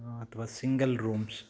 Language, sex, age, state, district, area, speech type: Kannada, male, 45-60, Karnataka, Kolar, urban, spontaneous